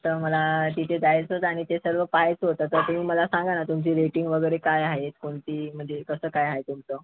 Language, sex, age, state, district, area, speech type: Marathi, male, 18-30, Maharashtra, Yavatmal, rural, conversation